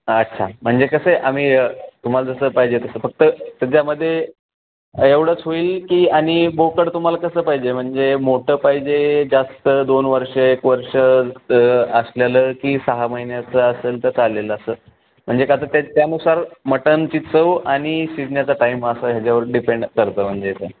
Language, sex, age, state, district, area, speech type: Marathi, male, 18-30, Maharashtra, Ratnagiri, rural, conversation